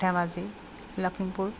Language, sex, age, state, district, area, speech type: Assamese, female, 60+, Assam, Charaideo, urban, spontaneous